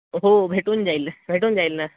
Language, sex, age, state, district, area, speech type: Marathi, male, 18-30, Maharashtra, Gadchiroli, rural, conversation